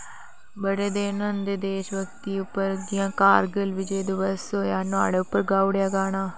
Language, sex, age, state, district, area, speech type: Dogri, female, 18-30, Jammu and Kashmir, Reasi, rural, spontaneous